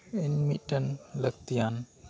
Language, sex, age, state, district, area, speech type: Santali, male, 18-30, West Bengal, Birbhum, rural, spontaneous